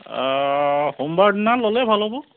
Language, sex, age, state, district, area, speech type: Assamese, male, 45-60, Assam, Charaideo, urban, conversation